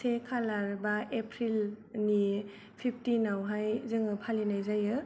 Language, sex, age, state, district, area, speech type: Bodo, female, 18-30, Assam, Kokrajhar, rural, spontaneous